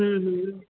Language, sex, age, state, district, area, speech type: Urdu, female, 45-60, Uttar Pradesh, Rampur, urban, conversation